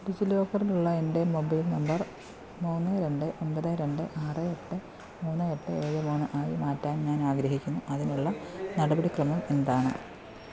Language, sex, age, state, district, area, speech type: Malayalam, female, 30-45, Kerala, Alappuzha, rural, read